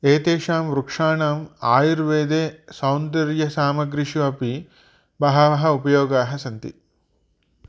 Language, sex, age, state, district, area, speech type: Sanskrit, male, 45-60, Andhra Pradesh, Chittoor, urban, spontaneous